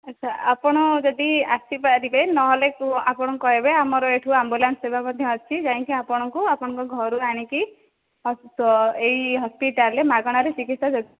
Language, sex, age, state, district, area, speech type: Odia, female, 18-30, Odisha, Dhenkanal, rural, conversation